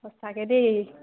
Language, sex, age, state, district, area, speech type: Assamese, female, 18-30, Assam, Sivasagar, rural, conversation